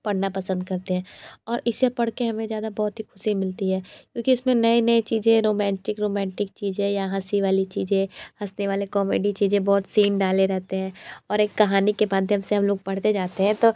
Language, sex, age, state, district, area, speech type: Hindi, female, 30-45, Uttar Pradesh, Sonbhadra, rural, spontaneous